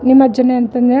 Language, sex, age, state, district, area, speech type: Kannada, female, 45-60, Karnataka, Bellary, rural, spontaneous